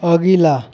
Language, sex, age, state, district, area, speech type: Maithili, male, 18-30, Bihar, Sitamarhi, rural, read